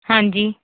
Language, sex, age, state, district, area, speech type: Punjabi, female, 30-45, Punjab, Barnala, urban, conversation